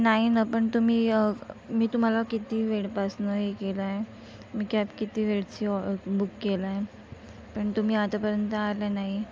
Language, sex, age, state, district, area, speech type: Marathi, female, 45-60, Maharashtra, Nagpur, rural, spontaneous